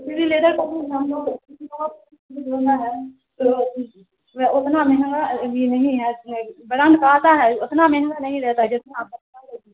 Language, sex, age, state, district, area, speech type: Urdu, female, 18-30, Bihar, Saharsa, rural, conversation